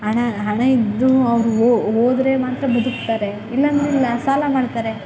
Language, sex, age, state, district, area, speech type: Kannada, female, 18-30, Karnataka, Chamarajanagar, rural, spontaneous